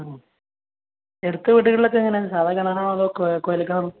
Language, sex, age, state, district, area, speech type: Malayalam, male, 30-45, Kerala, Malappuram, rural, conversation